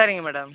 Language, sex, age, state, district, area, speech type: Tamil, male, 18-30, Tamil Nadu, Tiruvallur, rural, conversation